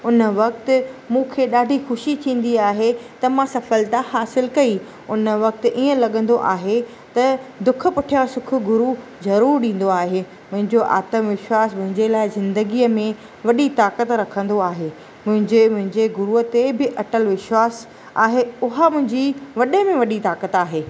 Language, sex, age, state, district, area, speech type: Sindhi, female, 45-60, Maharashtra, Thane, urban, spontaneous